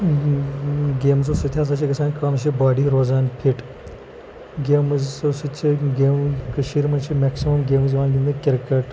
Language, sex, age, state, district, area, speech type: Kashmiri, male, 30-45, Jammu and Kashmir, Pulwama, rural, spontaneous